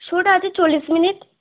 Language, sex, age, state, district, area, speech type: Bengali, female, 45-60, West Bengal, Purba Bardhaman, rural, conversation